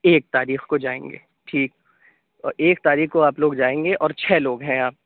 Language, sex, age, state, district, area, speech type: Urdu, male, 18-30, Uttar Pradesh, Aligarh, urban, conversation